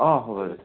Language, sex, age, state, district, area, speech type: Assamese, male, 18-30, Assam, Goalpara, rural, conversation